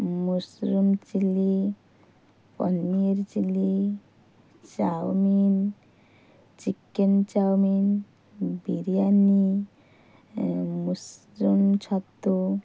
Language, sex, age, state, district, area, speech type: Odia, female, 30-45, Odisha, Kendrapara, urban, spontaneous